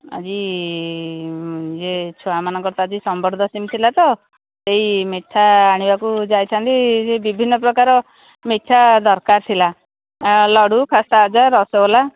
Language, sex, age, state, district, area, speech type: Odia, female, 60+, Odisha, Jharsuguda, rural, conversation